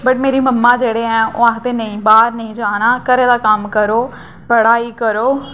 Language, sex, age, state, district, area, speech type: Dogri, female, 18-30, Jammu and Kashmir, Jammu, rural, spontaneous